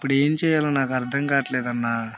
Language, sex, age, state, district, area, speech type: Telugu, male, 18-30, Andhra Pradesh, Bapatla, rural, spontaneous